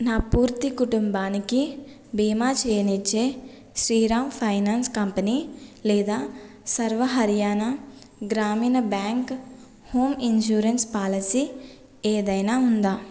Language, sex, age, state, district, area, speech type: Telugu, female, 30-45, Andhra Pradesh, West Godavari, rural, read